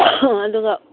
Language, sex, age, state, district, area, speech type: Manipuri, female, 60+, Manipur, Kangpokpi, urban, conversation